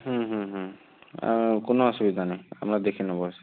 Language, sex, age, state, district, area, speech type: Bengali, male, 60+, West Bengal, Purba Medinipur, rural, conversation